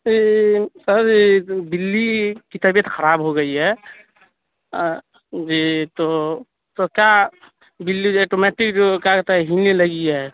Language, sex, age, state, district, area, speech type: Urdu, male, 18-30, Bihar, Madhubani, urban, conversation